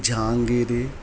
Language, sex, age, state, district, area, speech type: Telugu, male, 30-45, Andhra Pradesh, Kurnool, rural, spontaneous